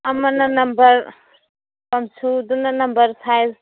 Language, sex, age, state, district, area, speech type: Manipuri, female, 45-60, Manipur, Churachandpur, rural, conversation